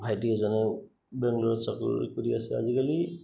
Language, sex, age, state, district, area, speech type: Assamese, male, 30-45, Assam, Goalpara, urban, spontaneous